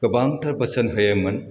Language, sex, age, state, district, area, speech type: Bodo, male, 60+, Assam, Chirang, urban, spontaneous